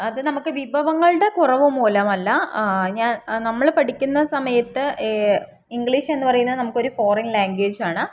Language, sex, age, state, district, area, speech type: Malayalam, female, 18-30, Kerala, Palakkad, rural, spontaneous